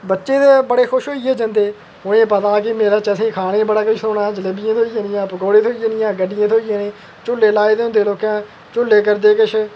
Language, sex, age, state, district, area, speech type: Dogri, male, 30-45, Jammu and Kashmir, Udhampur, urban, spontaneous